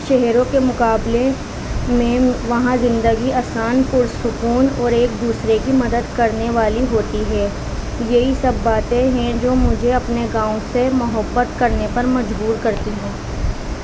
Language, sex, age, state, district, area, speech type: Urdu, female, 30-45, Uttar Pradesh, Balrampur, rural, spontaneous